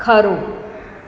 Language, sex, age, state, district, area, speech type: Gujarati, female, 45-60, Gujarat, Surat, urban, read